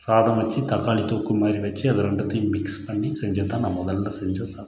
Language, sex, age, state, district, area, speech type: Tamil, male, 30-45, Tamil Nadu, Krishnagiri, rural, spontaneous